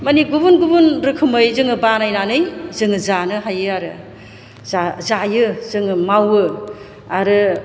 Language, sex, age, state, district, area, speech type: Bodo, female, 45-60, Assam, Chirang, rural, spontaneous